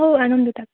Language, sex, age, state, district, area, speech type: Odia, female, 18-30, Odisha, Koraput, urban, conversation